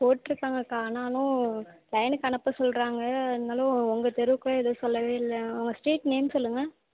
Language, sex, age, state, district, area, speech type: Tamil, female, 18-30, Tamil Nadu, Thanjavur, rural, conversation